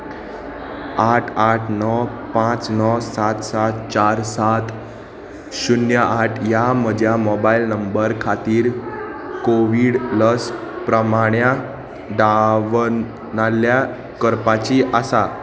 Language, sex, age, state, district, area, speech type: Goan Konkani, male, 18-30, Goa, Salcete, urban, read